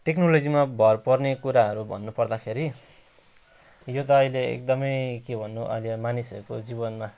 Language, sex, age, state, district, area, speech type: Nepali, male, 30-45, West Bengal, Jalpaiguri, rural, spontaneous